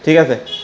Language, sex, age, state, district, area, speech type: Assamese, male, 60+, Assam, Charaideo, rural, spontaneous